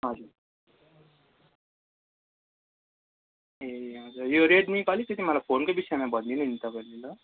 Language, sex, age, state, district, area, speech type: Nepali, male, 18-30, West Bengal, Darjeeling, rural, conversation